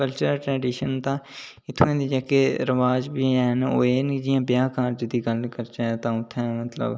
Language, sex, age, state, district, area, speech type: Dogri, male, 18-30, Jammu and Kashmir, Udhampur, rural, spontaneous